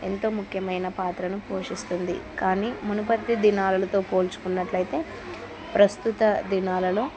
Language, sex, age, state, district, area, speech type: Telugu, female, 45-60, Andhra Pradesh, Kurnool, rural, spontaneous